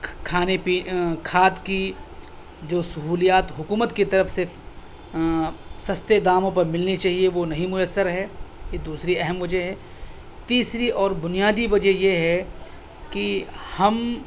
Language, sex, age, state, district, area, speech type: Urdu, male, 30-45, Delhi, South Delhi, urban, spontaneous